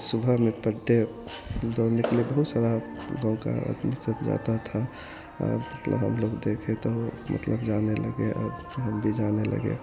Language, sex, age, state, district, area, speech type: Hindi, male, 18-30, Bihar, Madhepura, rural, spontaneous